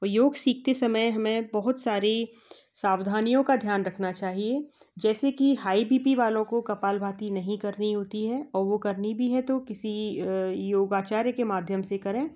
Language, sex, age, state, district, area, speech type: Hindi, female, 45-60, Madhya Pradesh, Gwalior, urban, spontaneous